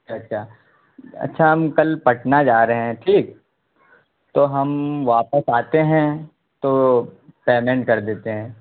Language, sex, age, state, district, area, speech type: Urdu, male, 18-30, Bihar, Saharsa, rural, conversation